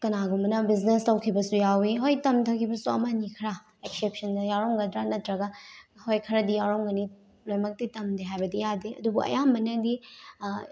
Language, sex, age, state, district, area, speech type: Manipuri, female, 18-30, Manipur, Bishnupur, rural, spontaneous